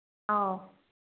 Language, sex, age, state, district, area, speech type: Manipuri, female, 30-45, Manipur, Senapati, rural, conversation